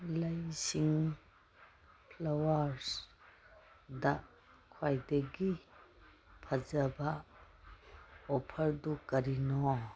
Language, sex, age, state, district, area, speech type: Manipuri, female, 45-60, Manipur, Kangpokpi, urban, read